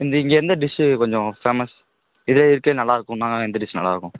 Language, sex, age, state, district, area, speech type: Tamil, male, 18-30, Tamil Nadu, Virudhunagar, urban, conversation